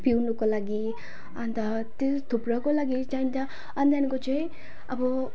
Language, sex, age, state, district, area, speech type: Nepali, female, 18-30, West Bengal, Jalpaiguri, urban, spontaneous